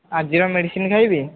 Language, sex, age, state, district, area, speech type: Odia, male, 18-30, Odisha, Puri, urban, conversation